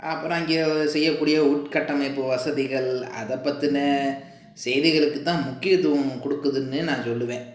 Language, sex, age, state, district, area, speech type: Tamil, male, 60+, Tamil Nadu, Pudukkottai, rural, spontaneous